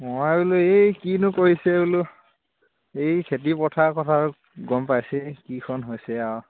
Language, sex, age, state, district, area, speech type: Assamese, male, 18-30, Assam, Dibrugarh, rural, conversation